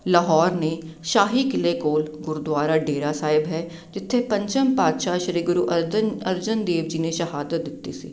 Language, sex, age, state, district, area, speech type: Punjabi, female, 30-45, Punjab, Jalandhar, urban, spontaneous